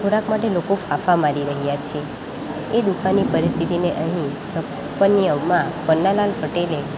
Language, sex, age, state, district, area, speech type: Gujarati, female, 18-30, Gujarat, Valsad, rural, spontaneous